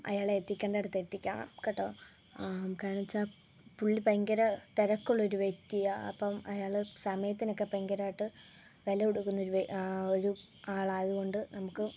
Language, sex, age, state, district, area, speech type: Malayalam, female, 18-30, Kerala, Kottayam, rural, spontaneous